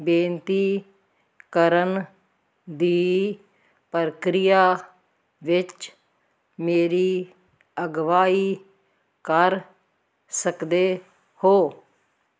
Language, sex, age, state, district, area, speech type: Punjabi, female, 60+, Punjab, Fazilka, rural, read